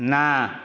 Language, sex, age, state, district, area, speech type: Odia, male, 45-60, Odisha, Dhenkanal, rural, read